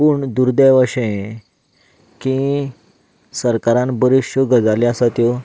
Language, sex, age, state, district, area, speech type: Goan Konkani, male, 30-45, Goa, Canacona, rural, spontaneous